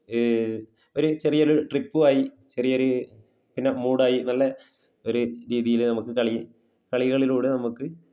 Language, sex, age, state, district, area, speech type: Malayalam, male, 30-45, Kerala, Kasaragod, rural, spontaneous